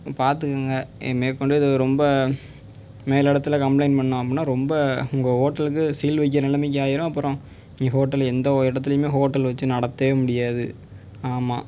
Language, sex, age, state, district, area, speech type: Tamil, male, 30-45, Tamil Nadu, Pudukkottai, rural, spontaneous